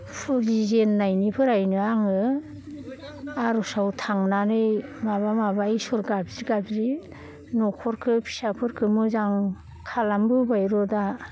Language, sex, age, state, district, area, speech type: Bodo, female, 60+, Assam, Baksa, urban, spontaneous